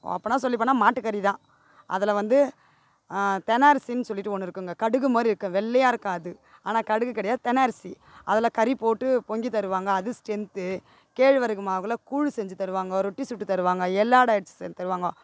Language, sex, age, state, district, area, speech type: Tamil, female, 45-60, Tamil Nadu, Tiruvannamalai, rural, spontaneous